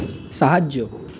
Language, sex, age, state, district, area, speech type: Bengali, male, 30-45, West Bengal, Paschim Bardhaman, urban, read